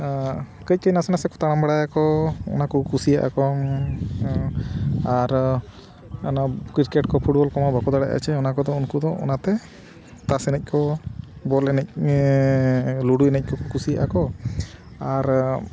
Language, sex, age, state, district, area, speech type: Santali, male, 30-45, Jharkhand, Bokaro, rural, spontaneous